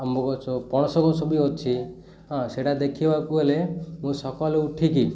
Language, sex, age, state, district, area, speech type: Odia, male, 30-45, Odisha, Malkangiri, urban, spontaneous